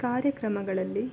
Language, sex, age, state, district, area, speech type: Kannada, female, 60+, Karnataka, Chikkaballapur, rural, spontaneous